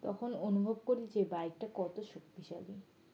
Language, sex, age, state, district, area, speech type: Bengali, female, 18-30, West Bengal, Uttar Dinajpur, urban, spontaneous